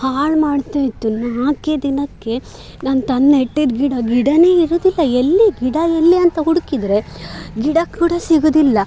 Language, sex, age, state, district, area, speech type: Kannada, female, 18-30, Karnataka, Dakshina Kannada, urban, spontaneous